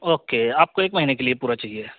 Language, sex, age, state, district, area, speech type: Urdu, male, 18-30, Uttar Pradesh, Siddharthnagar, rural, conversation